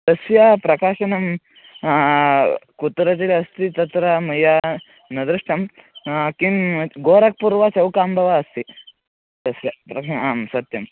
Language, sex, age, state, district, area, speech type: Sanskrit, male, 18-30, Karnataka, Mandya, rural, conversation